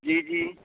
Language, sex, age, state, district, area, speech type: Urdu, male, 18-30, Uttar Pradesh, Saharanpur, urban, conversation